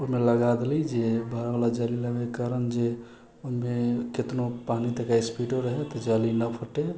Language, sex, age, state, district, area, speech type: Maithili, male, 18-30, Bihar, Sitamarhi, rural, spontaneous